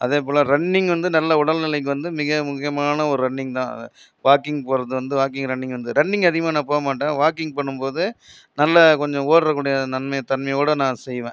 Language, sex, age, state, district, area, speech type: Tamil, male, 45-60, Tamil Nadu, Viluppuram, rural, spontaneous